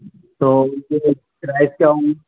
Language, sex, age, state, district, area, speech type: Urdu, male, 18-30, Delhi, North West Delhi, urban, conversation